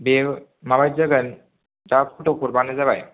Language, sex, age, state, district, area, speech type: Bodo, male, 18-30, Assam, Kokrajhar, rural, conversation